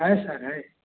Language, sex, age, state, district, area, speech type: Hindi, male, 30-45, Uttar Pradesh, Mau, rural, conversation